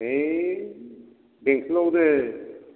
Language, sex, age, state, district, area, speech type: Bodo, male, 45-60, Assam, Chirang, rural, conversation